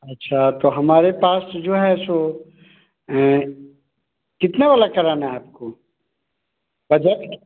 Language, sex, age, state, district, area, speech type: Hindi, male, 45-60, Bihar, Samastipur, rural, conversation